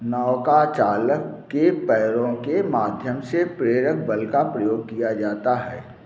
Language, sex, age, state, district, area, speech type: Hindi, male, 45-60, Uttar Pradesh, Bhadohi, urban, read